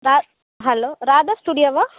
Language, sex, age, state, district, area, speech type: Tamil, female, 18-30, Tamil Nadu, Thoothukudi, rural, conversation